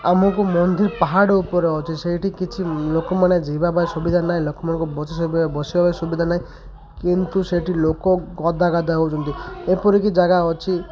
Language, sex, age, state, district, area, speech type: Odia, male, 30-45, Odisha, Malkangiri, urban, spontaneous